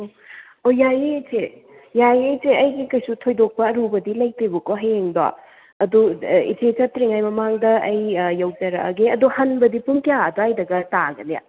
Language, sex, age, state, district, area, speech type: Manipuri, female, 60+, Manipur, Imphal West, urban, conversation